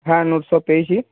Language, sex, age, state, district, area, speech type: Bengali, male, 18-30, West Bengal, Cooch Behar, urban, conversation